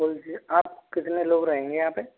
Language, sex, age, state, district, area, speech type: Hindi, male, 45-60, Rajasthan, Karauli, rural, conversation